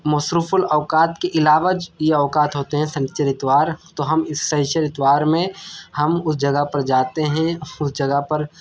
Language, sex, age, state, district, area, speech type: Urdu, male, 18-30, Delhi, East Delhi, urban, spontaneous